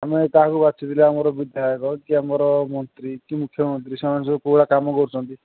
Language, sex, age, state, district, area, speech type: Odia, male, 30-45, Odisha, Kendujhar, urban, conversation